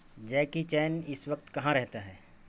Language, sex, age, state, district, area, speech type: Urdu, male, 45-60, Bihar, Saharsa, rural, read